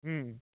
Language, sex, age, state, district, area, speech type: Bengali, male, 30-45, West Bengal, Nadia, rural, conversation